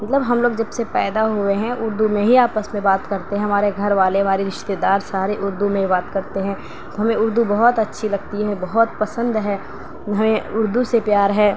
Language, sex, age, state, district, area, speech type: Urdu, female, 18-30, Delhi, South Delhi, urban, spontaneous